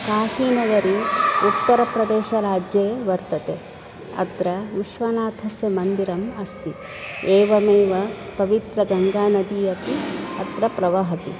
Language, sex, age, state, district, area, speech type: Sanskrit, female, 45-60, Karnataka, Bangalore Urban, urban, spontaneous